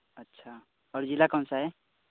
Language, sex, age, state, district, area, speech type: Hindi, male, 30-45, Uttar Pradesh, Mau, rural, conversation